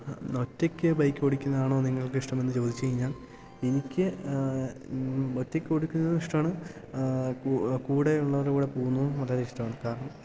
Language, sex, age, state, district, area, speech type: Malayalam, male, 18-30, Kerala, Idukki, rural, spontaneous